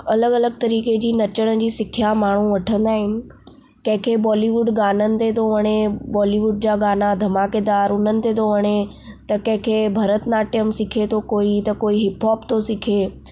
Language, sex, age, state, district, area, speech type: Sindhi, female, 18-30, Maharashtra, Mumbai Suburban, urban, spontaneous